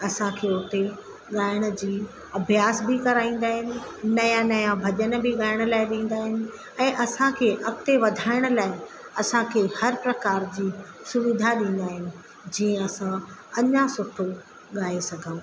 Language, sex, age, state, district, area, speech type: Sindhi, female, 30-45, Madhya Pradesh, Katni, urban, spontaneous